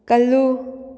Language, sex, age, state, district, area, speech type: Manipuri, female, 18-30, Manipur, Kakching, urban, read